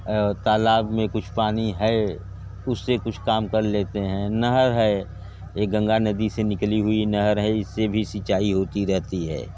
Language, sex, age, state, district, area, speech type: Hindi, male, 60+, Uttar Pradesh, Bhadohi, rural, spontaneous